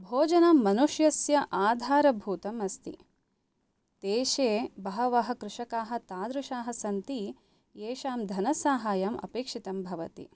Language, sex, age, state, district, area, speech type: Sanskrit, female, 30-45, Karnataka, Bangalore Urban, urban, spontaneous